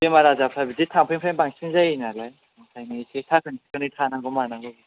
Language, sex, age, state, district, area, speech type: Bodo, male, 18-30, Assam, Kokrajhar, rural, conversation